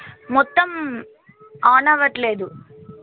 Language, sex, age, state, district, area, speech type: Telugu, female, 18-30, Telangana, Yadadri Bhuvanagiri, urban, conversation